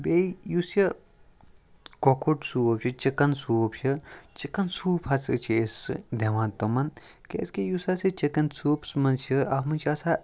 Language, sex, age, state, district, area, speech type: Kashmiri, male, 30-45, Jammu and Kashmir, Kupwara, rural, spontaneous